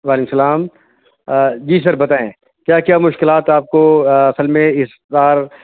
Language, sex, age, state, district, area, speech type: Urdu, male, 45-60, Uttar Pradesh, Rampur, urban, conversation